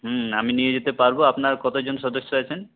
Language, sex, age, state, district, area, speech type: Bengali, male, 18-30, West Bengal, Purulia, rural, conversation